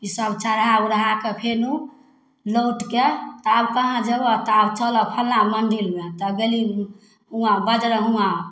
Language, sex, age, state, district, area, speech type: Maithili, female, 45-60, Bihar, Samastipur, rural, spontaneous